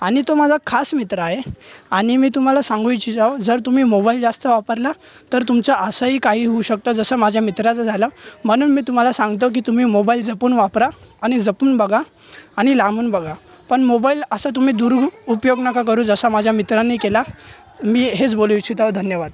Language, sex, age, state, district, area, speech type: Marathi, male, 18-30, Maharashtra, Thane, urban, spontaneous